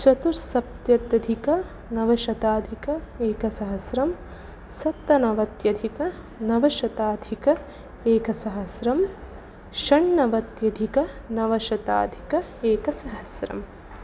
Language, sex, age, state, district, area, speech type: Sanskrit, female, 18-30, Karnataka, Udupi, rural, spontaneous